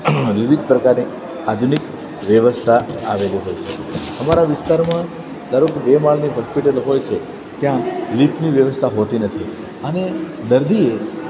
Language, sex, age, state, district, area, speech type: Gujarati, male, 45-60, Gujarat, Valsad, rural, spontaneous